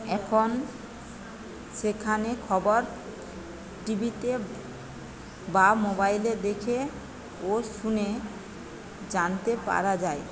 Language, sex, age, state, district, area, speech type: Bengali, female, 45-60, West Bengal, Paschim Medinipur, rural, spontaneous